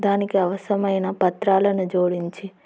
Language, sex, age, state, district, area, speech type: Telugu, female, 18-30, Andhra Pradesh, Nandyal, urban, spontaneous